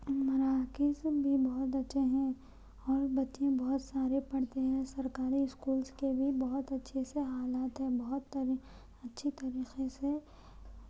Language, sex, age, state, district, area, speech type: Urdu, female, 18-30, Telangana, Hyderabad, urban, spontaneous